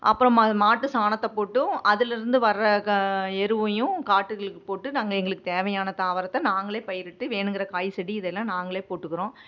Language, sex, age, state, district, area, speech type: Tamil, female, 45-60, Tamil Nadu, Namakkal, rural, spontaneous